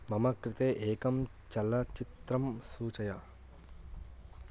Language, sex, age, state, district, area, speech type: Sanskrit, male, 18-30, Andhra Pradesh, Guntur, urban, read